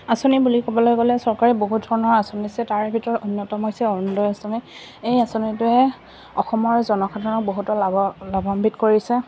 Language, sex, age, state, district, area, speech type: Assamese, female, 18-30, Assam, Goalpara, rural, spontaneous